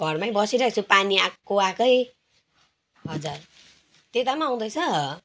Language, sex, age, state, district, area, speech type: Nepali, female, 30-45, West Bengal, Kalimpong, rural, spontaneous